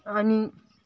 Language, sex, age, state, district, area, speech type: Marathi, male, 18-30, Maharashtra, Hingoli, urban, spontaneous